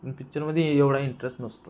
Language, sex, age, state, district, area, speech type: Marathi, male, 18-30, Maharashtra, Buldhana, urban, spontaneous